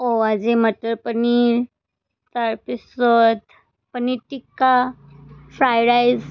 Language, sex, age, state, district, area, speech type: Assamese, female, 30-45, Assam, Charaideo, urban, spontaneous